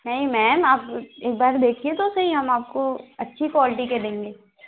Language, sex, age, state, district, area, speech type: Hindi, female, 18-30, Uttar Pradesh, Azamgarh, rural, conversation